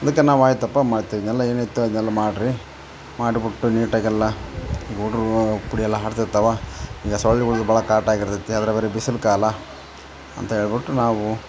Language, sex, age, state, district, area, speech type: Kannada, male, 30-45, Karnataka, Vijayanagara, rural, spontaneous